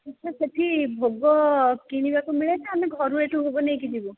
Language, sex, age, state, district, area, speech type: Odia, female, 30-45, Odisha, Dhenkanal, rural, conversation